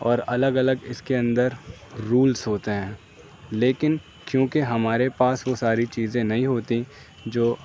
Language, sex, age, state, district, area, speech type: Urdu, male, 18-30, Uttar Pradesh, Aligarh, urban, spontaneous